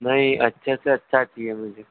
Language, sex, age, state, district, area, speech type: Hindi, male, 30-45, Madhya Pradesh, Harda, urban, conversation